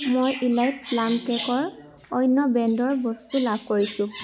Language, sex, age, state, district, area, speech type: Assamese, female, 18-30, Assam, Dhemaji, urban, read